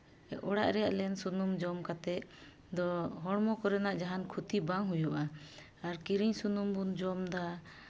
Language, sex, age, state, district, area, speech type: Santali, female, 30-45, West Bengal, Malda, rural, spontaneous